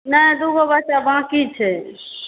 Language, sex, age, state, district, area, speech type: Maithili, female, 30-45, Bihar, Supaul, urban, conversation